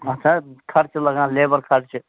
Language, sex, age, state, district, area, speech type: Kashmiri, male, 30-45, Jammu and Kashmir, Ganderbal, rural, conversation